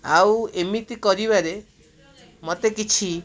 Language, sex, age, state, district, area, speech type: Odia, male, 30-45, Odisha, Cuttack, urban, spontaneous